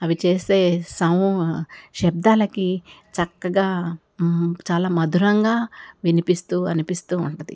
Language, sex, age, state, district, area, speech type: Telugu, female, 60+, Telangana, Ranga Reddy, rural, spontaneous